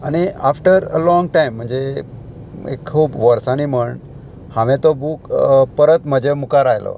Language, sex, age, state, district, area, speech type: Goan Konkani, male, 30-45, Goa, Murmgao, rural, spontaneous